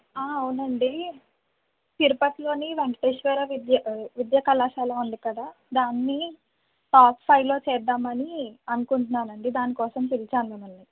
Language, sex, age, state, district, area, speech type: Telugu, female, 45-60, Andhra Pradesh, East Godavari, rural, conversation